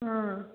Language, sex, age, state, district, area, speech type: Kannada, female, 18-30, Karnataka, Hassan, rural, conversation